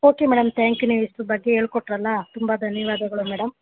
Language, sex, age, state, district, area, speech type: Kannada, female, 30-45, Karnataka, Chamarajanagar, rural, conversation